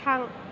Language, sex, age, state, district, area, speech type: Bodo, female, 18-30, Assam, Chirang, urban, read